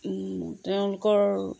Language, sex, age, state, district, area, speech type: Assamese, female, 30-45, Assam, Jorhat, urban, spontaneous